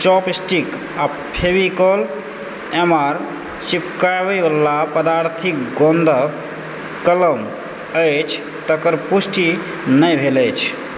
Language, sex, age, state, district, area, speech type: Maithili, male, 30-45, Bihar, Supaul, rural, read